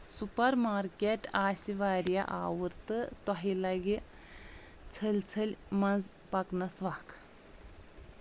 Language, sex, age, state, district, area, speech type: Kashmiri, female, 30-45, Jammu and Kashmir, Anantnag, rural, read